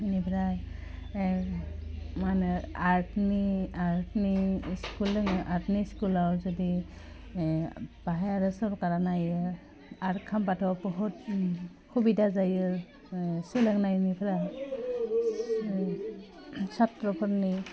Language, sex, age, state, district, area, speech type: Bodo, female, 18-30, Assam, Udalguri, urban, spontaneous